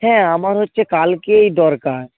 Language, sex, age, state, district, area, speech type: Bengali, male, 45-60, West Bengal, South 24 Parganas, rural, conversation